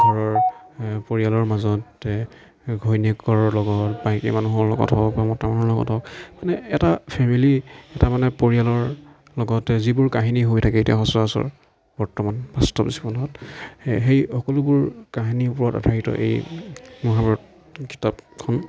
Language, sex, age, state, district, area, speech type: Assamese, male, 45-60, Assam, Darrang, rural, spontaneous